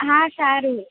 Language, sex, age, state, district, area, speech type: Gujarati, female, 18-30, Gujarat, Valsad, rural, conversation